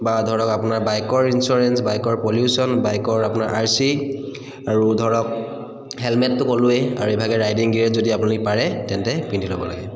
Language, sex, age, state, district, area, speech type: Assamese, male, 30-45, Assam, Charaideo, urban, spontaneous